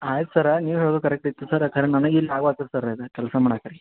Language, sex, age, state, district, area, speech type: Kannada, male, 45-60, Karnataka, Belgaum, rural, conversation